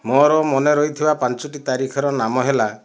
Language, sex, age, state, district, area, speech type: Odia, male, 60+, Odisha, Kandhamal, rural, spontaneous